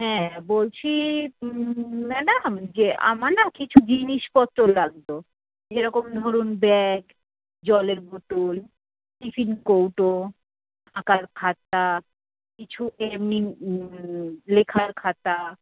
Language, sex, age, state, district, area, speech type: Bengali, female, 60+, West Bengal, Paschim Bardhaman, rural, conversation